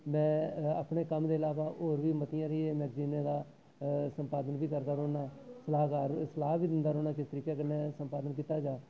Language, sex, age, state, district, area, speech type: Dogri, male, 45-60, Jammu and Kashmir, Jammu, rural, spontaneous